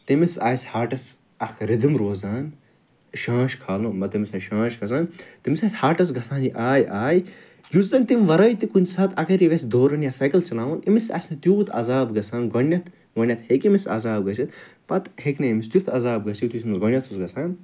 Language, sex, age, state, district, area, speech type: Kashmiri, male, 45-60, Jammu and Kashmir, Ganderbal, urban, spontaneous